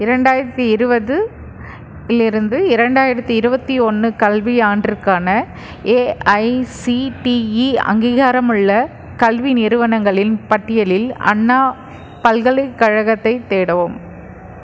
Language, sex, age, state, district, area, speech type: Tamil, female, 30-45, Tamil Nadu, Krishnagiri, rural, read